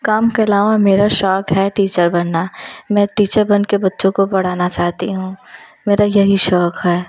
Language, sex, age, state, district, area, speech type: Hindi, female, 18-30, Uttar Pradesh, Prayagraj, rural, spontaneous